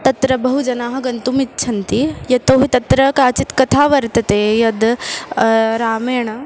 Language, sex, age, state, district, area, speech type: Sanskrit, female, 18-30, Maharashtra, Ahmednagar, urban, spontaneous